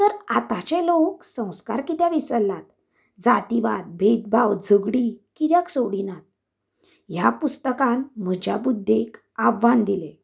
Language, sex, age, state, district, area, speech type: Goan Konkani, female, 30-45, Goa, Canacona, rural, spontaneous